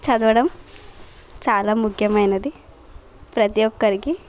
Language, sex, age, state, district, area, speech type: Telugu, female, 18-30, Telangana, Bhadradri Kothagudem, rural, spontaneous